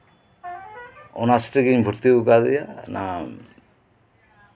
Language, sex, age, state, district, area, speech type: Santali, male, 45-60, West Bengal, Birbhum, rural, spontaneous